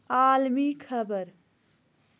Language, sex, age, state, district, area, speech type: Kashmiri, female, 30-45, Jammu and Kashmir, Pulwama, rural, read